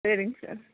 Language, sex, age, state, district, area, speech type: Tamil, female, 60+, Tamil Nadu, Nilgiris, rural, conversation